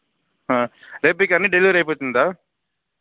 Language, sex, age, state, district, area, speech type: Telugu, male, 45-60, Andhra Pradesh, Sri Balaji, rural, conversation